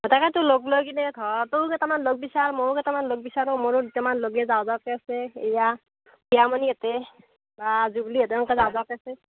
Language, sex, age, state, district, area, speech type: Assamese, female, 45-60, Assam, Darrang, rural, conversation